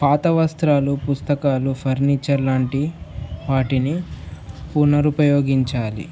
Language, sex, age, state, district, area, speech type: Telugu, male, 18-30, Telangana, Mulugu, urban, spontaneous